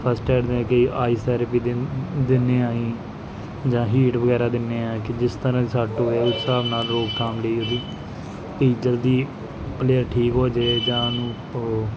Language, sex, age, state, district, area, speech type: Punjabi, male, 30-45, Punjab, Pathankot, urban, spontaneous